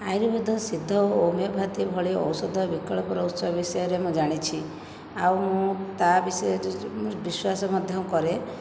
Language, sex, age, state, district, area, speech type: Odia, female, 60+, Odisha, Jajpur, rural, spontaneous